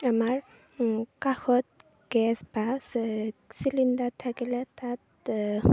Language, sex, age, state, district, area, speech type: Assamese, female, 18-30, Assam, Chirang, rural, spontaneous